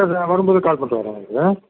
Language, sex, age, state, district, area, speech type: Tamil, male, 60+, Tamil Nadu, Virudhunagar, rural, conversation